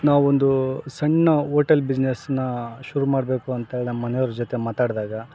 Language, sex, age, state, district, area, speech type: Kannada, male, 45-60, Karnataka, Bellary, rural, spontaneous